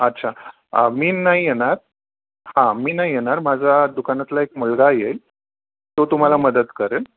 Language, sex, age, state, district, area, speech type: Marathi, male, 45-60, Maharashtra, Thane, rural, conversation